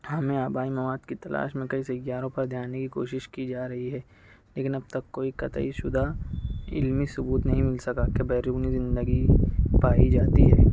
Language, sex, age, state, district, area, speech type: Urdu, male, 45-60, Maharashtra, Nashik, urban, spontaneous